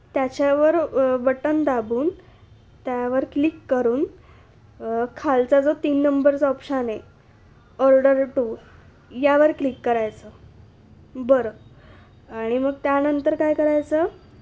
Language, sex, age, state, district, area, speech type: Marathi, female, 18-30, Maharashtra, Nashik, urban, spontaneous